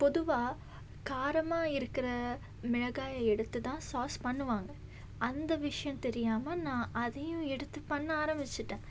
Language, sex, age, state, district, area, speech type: Tamil, female, 18-30, Tamil Nadu, Salem, urban, spontaneous